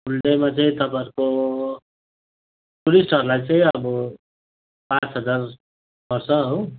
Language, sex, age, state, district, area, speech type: Nepali, male, 45-60, West Bengal, Kalimpong, rural, conversation